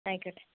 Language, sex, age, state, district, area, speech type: Malayalam, female, 60+, Kerala, Wayanad, rural, conversation